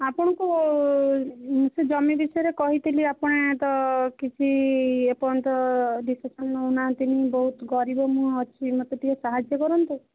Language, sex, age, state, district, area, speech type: Odia, female, 30-45, Odisha, Kendrapara, urban, conversation